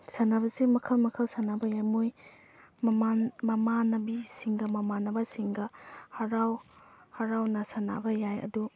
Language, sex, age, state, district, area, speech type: Manipuri, female, 18-30, Manipur, Chandel, rural, spontaneous